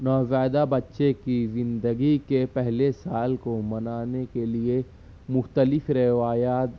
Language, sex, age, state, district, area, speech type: Urdu, male, 18-30, Maharashtra, Nashik, urban, spontaneous